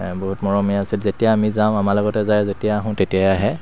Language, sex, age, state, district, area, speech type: Assamese, male, 30-45, Assam, Sivasagar, rural, spontaneous